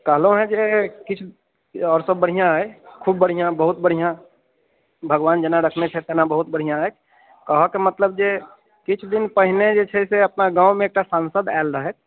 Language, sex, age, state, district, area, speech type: Maithili, male, 45-60, Bihar, Muzaffarpur, urban, conversation